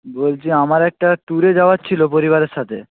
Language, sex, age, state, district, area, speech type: Bengali, male, 45-60, West Bengal, Jhargram, rural, conversation